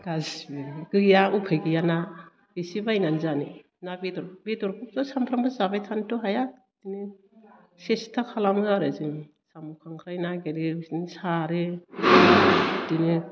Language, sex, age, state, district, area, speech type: Bodo, female, 60+, Assam, Chirang, rural, spontaneous